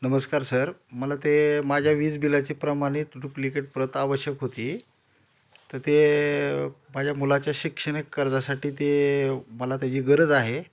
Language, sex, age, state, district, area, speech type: Marathi, male, 45-60, Maharashtra, Osmanabad, rural, spontaneous